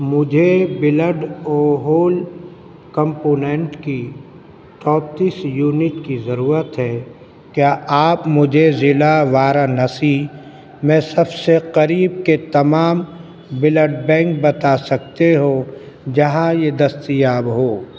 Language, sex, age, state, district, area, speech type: Urdu, male, 60+, Delhi, Central Delhi, urban, read